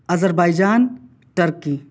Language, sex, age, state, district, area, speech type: Urdu, male, 18-30, Delhi, South Delhi, urban, spontaneous